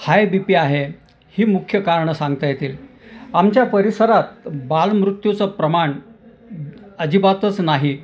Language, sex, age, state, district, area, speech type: Marathi, male, 60+, Maharashtra, Nashik, urban, spontaneous